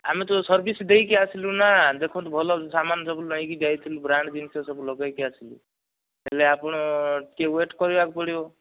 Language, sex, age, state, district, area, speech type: Odia, male, 45-60, Odisha, Kandhamal, rural, conversation